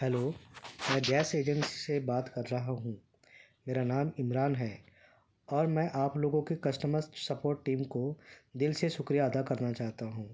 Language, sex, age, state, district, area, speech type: Urdu, male, 45-60, Uttar Pradesh, Ghaziabad, urban, spontaneous